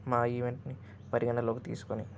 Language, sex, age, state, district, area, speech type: Telugu, male, 18-30, Andhra Pradesh, N T Rama Rao, urban, spontaneous